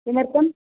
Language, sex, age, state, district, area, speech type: Sanskrit, female, 60+, Karnataka, Bangalore Urban, urban, conversation